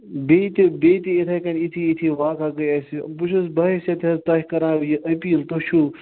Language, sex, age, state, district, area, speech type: Kashmiri, male, 30-45, Jammu and Kashmir, Ganderbal, rural, conversation